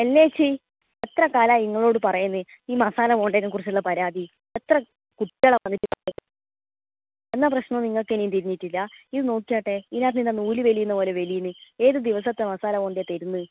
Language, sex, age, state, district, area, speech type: Malayalam, female, 18-30, Kerala, Kannur, rural, conversation